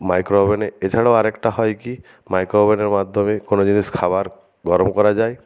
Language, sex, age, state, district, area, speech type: Bengali, male, 60+, West Bengal, Nadia, rural, spontaneous